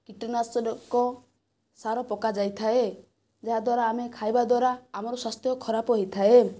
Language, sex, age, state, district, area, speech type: Odia, female, 45-60, Odisha, Kandhamal, rural, spontaneous